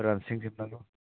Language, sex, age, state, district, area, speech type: Bodo, male, 45-60, Assam, Chirang, urban, conversation